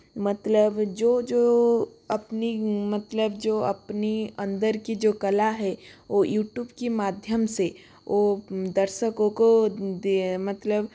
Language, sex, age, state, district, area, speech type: Hindi, female, 30-45, Rajasthan, Jodhpur, rural, spontaneous